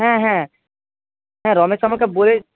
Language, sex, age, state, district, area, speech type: Bengali, male, 30-45, West Bengal, Jhargram, rural, conversation